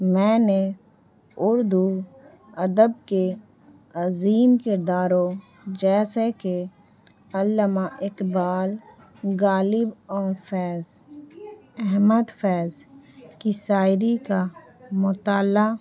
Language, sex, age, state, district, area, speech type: Urdu, female, 18-30, Bihar, Gaya, urban, spontaneous